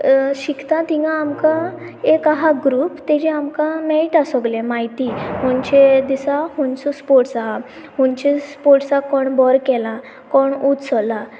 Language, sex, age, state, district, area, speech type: Goan Konkani, female, 18-30, Goa, Sanguem, rural, spontaneous